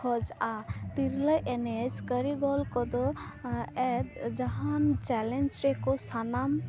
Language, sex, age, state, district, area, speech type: Santali, female, 18-30, West Bengal, Purba Bardhaman, rural, spontaneous